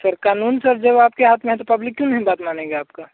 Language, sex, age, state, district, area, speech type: Hindi, male, 18-30, Bihar, Muzaffarpur, rural, conversation